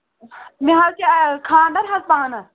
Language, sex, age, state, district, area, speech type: Kashmiri, male, 18-30, Jammu and Kashmir, Kulgam, rural, conversation